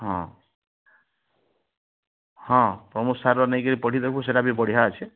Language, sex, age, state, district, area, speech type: Odia, male, 45-60, Odisha, Bargarh, rural, conversation